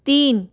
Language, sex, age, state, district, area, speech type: Hindi, female, 30-45, Rajasthan, Jaipur, urban, read